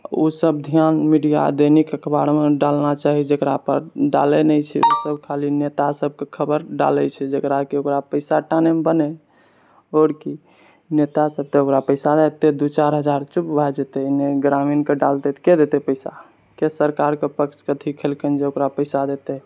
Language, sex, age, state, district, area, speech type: Maithili, male, 18-30, Bihar, Purnia, rural, spontaneous